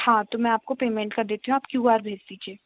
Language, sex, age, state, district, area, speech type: Hindi, female, 30-45, Madhya Pradesh, Jabalpur, urban, conversation